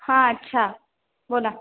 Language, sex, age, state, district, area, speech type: Marathi, female, 18-30, Maharashtra, Washim, rural, conversation